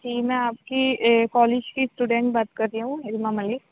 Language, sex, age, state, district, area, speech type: Urdu, female, 18-30, Uttar Pradesh, Aligarh, urban, conversation